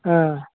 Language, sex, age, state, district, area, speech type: Bodo, male, 45-60, Assam, Baksa, urban, conversation